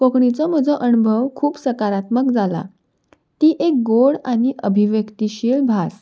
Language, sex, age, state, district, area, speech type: Goan Konkani, female, 18-30, Goa, Salcete, urban, spontaneous